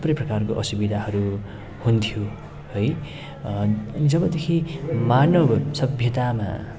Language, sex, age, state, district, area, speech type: Nepali, male, 30-45, West Bengal, Darjeeling, rural, spontaneous